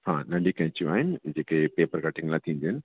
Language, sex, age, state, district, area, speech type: Sindhi, male, 45-60, Delhi, South Delhi, urban, conversation